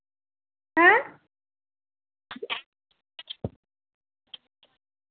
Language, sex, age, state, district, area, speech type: Dogri, female, 30-45, Jammu and Kashmir, Samba, rural, conversation